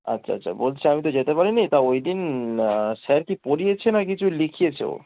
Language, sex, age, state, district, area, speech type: Bengali, male, 18-30, West Bengal, Darjeeling, rural, conversation